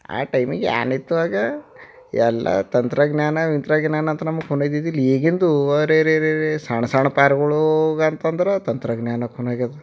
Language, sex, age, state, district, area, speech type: Kannada, male, 30-45, Karnataka, Bidar, urban, spontaneous